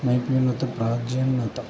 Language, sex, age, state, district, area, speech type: Telugu, male, 18-30, Andhra Pradesh, Guntur, urban, spontaneous